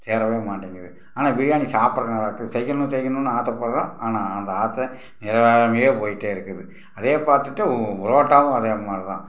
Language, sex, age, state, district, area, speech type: Tamil, male, 60+, Tamil Nadu, Tiruppur, rural, spontaneous